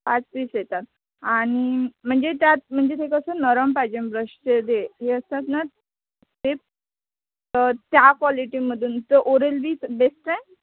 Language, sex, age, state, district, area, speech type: Marathi, female, 18-30, Maharashtra, Amravati, rural, conversation